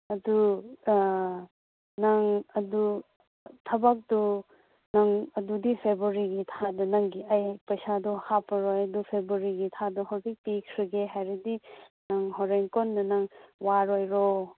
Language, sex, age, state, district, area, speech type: Manipuri, female, 18-30, Manipur, Kangpokpi, urban, conversation